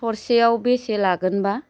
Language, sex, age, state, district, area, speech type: Bodo, female, 30-45, Assam, Baksa, rural, spontaneous